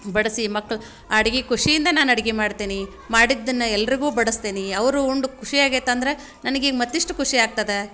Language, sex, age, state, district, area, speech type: Kannada, female, 45-60, Karnataka, Dharwad, rural, spontaneous